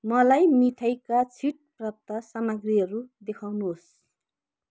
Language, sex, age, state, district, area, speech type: Nepali, female, 30-45, West Bengal, Kalimpong, rural, read